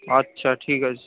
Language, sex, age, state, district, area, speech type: Bengali, male, 18-30, West Bengal, Darjeeling, urban, conversation